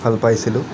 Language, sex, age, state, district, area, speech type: Assamese, male, 18-30, Assam, Nagaon, rural, spontaneous